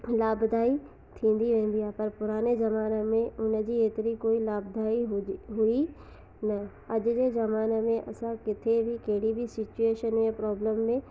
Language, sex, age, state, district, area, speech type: Sindhi, female, 18-30, Gujarat, Surat, urban, spontaneous